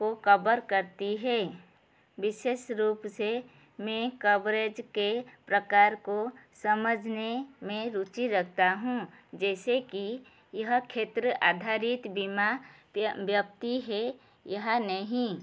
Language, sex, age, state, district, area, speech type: Hindi, female, 45-60, Madhya Pradesh, Chhindwara, rural, read